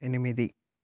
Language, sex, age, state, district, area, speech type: Telugu, male, 18-30, Telangana, Peddapalli, rural, read